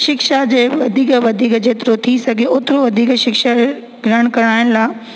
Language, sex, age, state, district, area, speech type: Sindhi, female, 18-30, Rajasthan, Ajmer, urban, spontaneous